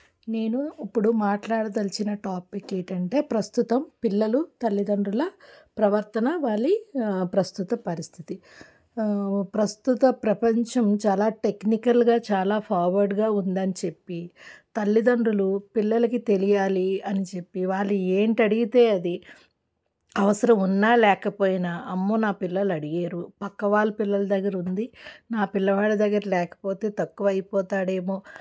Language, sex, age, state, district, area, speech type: Telugu, female, 45-60, Andhra Pradesh, Alluri Sitarama Raju, rural, spontaneous